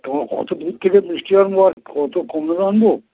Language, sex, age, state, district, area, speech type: Bengali, male, 60+, West Bengal, Dakshin Dinajpur, rural, conversation